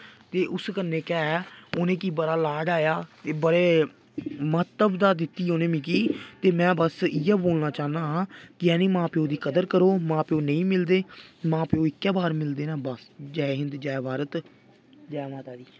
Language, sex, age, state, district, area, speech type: Dogri, male, 18-30, Jammu and Kashmir, Samba, rural, spontaneous